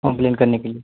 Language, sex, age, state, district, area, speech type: Hindi, male, 18-30, Uttar Pradesh, Mau, rural, conversation